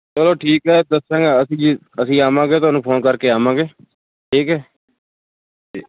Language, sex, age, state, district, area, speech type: Punjabi, male, 18-30, Punjab, Shaheed Bhagat Singh Nagar, urban, conversation